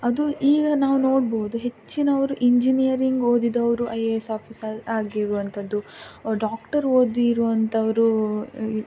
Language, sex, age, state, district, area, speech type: Kannada, female, 18-30, Karnataka, Dakshina Kannada, rural, spontaneous